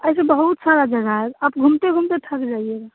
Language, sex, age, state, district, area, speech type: Hindi, female, 18-30, Bihar, Begusarai, rural, conversation